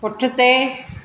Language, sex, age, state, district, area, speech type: Sindhi, female, 45-60, Madhya Pradesh, Katni, urban, read